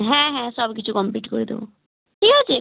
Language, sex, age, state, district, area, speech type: Bengali, female, 18-30, West Bengal, North 24 Parganas, rural, conversation